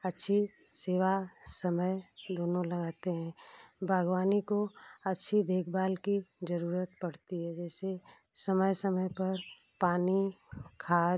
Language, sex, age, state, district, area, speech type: Hindi, female, 45-60, Uttar Pradesh, Ghazipur, rural, spontaneous